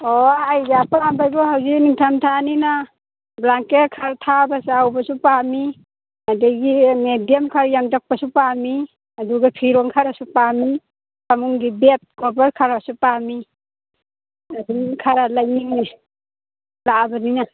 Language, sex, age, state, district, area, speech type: Manipuri, female, 60+, Manipur, Churachandpur, urban, conversation